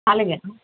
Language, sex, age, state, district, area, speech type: Telugu, female, 60+, Andhra Pradesh, Konaseema, rural, conversation